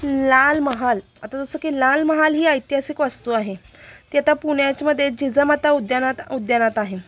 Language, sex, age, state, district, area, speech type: Marathi, female, 30-45, Maharashtra, Sangli, urban, spontaneous